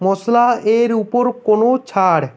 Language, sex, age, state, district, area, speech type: Bengali, male, 18-30, West Bengal, Uttar Dinajpur, rural, read